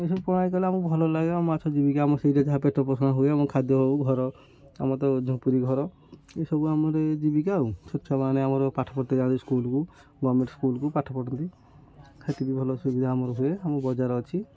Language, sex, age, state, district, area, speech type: Odia, male, 60+, Odisha, Kendujhar, urban, spontaneous